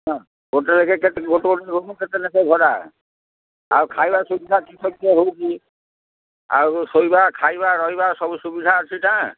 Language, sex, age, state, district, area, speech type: Odia, male, 60+, Odisha, Gajapati, rural, conversation